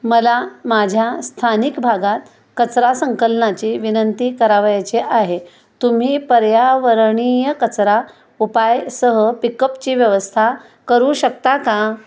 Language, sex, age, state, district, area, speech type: Marathi, female, 60+, Maharashtra, Kolhapur, urban, read